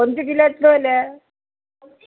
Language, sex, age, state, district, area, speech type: Malayalam, female, 60+, Kerala, Kollam, rural, conversation